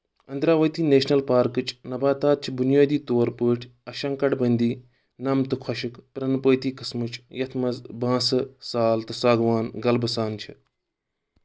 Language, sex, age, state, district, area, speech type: Kashmiri, male, 45-60, Jammu and Kashmir, Kulgam, urban, read